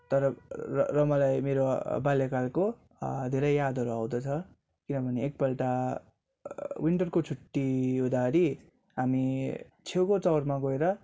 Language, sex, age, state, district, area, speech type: Nepali, male, 18-30, West Bengal, Darjeeling, rural, spontaneous